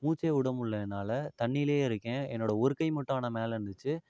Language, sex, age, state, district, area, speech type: Tamil, male, 45-60, Tamil Nadu, Ariyalur, rural, spontaneous